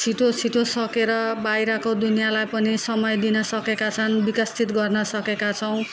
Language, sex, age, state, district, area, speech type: Nepali, female, 45-60, West Bengal, Darjeeling, rural, spontaneous